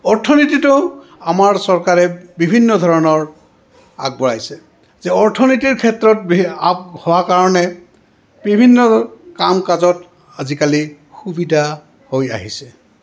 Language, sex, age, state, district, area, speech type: Assamese, male, 60+, Assam, Goalpara, urban, spontaneous